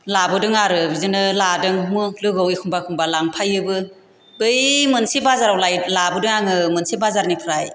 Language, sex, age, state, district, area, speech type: Bodo, female, 45-60, Assam, Chirang, rural, spontaneous